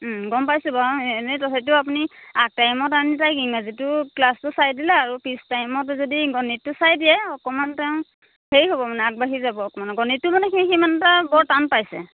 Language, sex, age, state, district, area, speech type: Assamese, female, 30-45, Assam, Majuli, urban, conversation